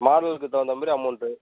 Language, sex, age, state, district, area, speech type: Tamil, male, 60+, Tamil Nadu, Sivaganga, urban, conversation